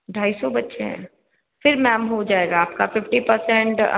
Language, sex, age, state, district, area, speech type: Hindi, female, 60+, Rajasthan, Jodhpur, urban, conversation